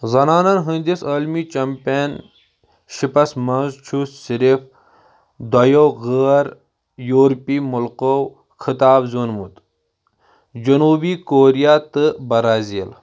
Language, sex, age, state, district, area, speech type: Kashmiri, male, 30-45, Jammu and Kashmir, Kulgam, urban, read